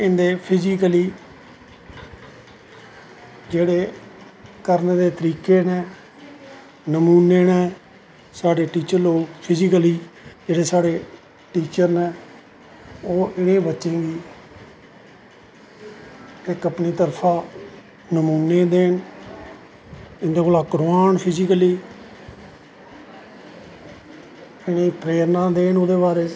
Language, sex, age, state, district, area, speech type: Dogri, male, 45-60, Jammu and Kashmir, Samba, rural, spontaneous